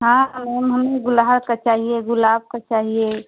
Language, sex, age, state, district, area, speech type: Hindi, female, 45-60, Uttar Pradesh, Pratapgarh, rural, conversation